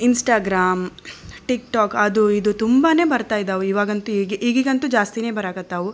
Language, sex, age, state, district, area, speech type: Kannada, female, 30-45, Karnataka, Koppal, rural, spontaneous